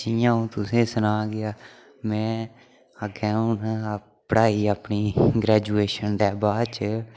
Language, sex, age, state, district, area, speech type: Dogri, male, 18-30, Jammu and Kashmir, Udhampur, rural, spontaneous